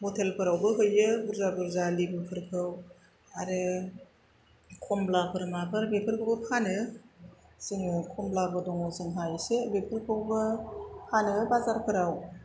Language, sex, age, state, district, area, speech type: Bodo, female, 30-45, Assam, Chirang, urban, spontaneous